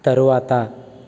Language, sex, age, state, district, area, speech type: Telugu, male, 18-30, Andhra Pradesh, Eluru, rural, read